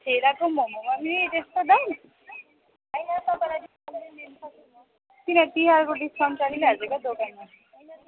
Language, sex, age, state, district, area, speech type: Nepali, female, 30-45, West Bengal, Alipurduar, rural, conversation